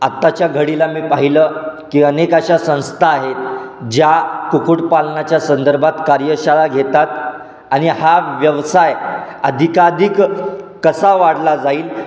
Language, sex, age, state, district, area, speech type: Marathi, male, 18-30, Maharashtra, Satara, urban, spontaneous